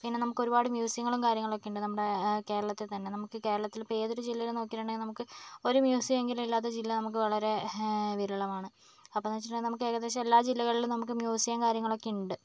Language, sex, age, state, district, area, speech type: Malayalam, male, 45-60, Kerala, Kozhikode, urban, spontaneous